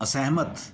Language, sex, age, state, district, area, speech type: Punjabi, male, 60+, Punjab, Pathankot, rural, read